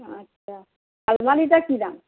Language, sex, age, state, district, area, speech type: Bengali, female, 60+, West Bengal, Darjeeling, rural, conversation